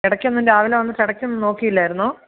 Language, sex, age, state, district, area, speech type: Malayalam, female, 30-45, Kerala, Idukki, rural, conversation